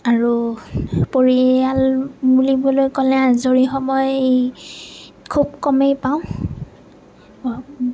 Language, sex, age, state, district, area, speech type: Assamese, female, 30-45, Assam, Nagaon, rural, spontaneous